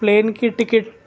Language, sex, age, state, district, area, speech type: Urdu, male, 18-30, Telangana, Hyderabad, urban, spontaneous